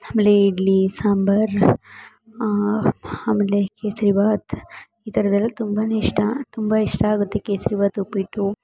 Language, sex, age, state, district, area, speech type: Kannada, female, 18-30, Karnataka, Mysore, urban, spontaneous